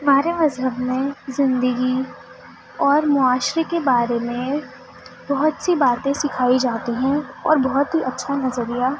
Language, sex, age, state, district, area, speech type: Urdu, female, 18-30, Delhi, East Delhi, rural, spontaneous